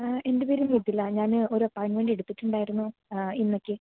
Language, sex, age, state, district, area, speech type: Malayalam, female, 18-30, Kerala, Palakkad, urban, conversation